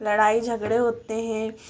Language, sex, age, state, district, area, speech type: Hindi, female, 18-30, Madhya Pradesh, Chhindwara, urban, spontaneous